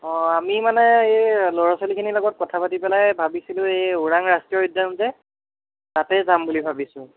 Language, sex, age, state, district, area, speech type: Assamese, male, 60+, Assam, Darrang, rural, conversation